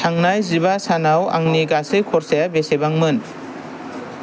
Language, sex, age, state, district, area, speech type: Bodo, male, 18-30, Assam, Kokrajhar, urban, read